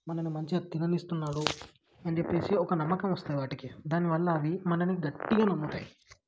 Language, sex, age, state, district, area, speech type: Telugu, male, 18-30, Telangana, Vikarabad, urban, spontaneous